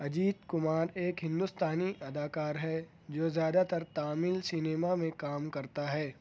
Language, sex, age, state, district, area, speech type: Urdu, male, 18-30, Maharashtra, Nashik, urban, read